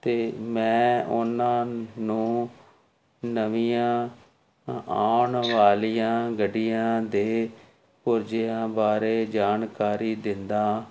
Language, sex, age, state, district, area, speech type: Punjabi, male, 45-60, Punjab, Jalandhar, urban, spontaneous